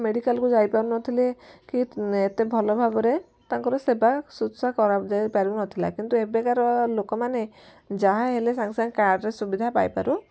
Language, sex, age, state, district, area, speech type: Odia, female, 18-30, Odisha, Kendujhar, urban, spontaneous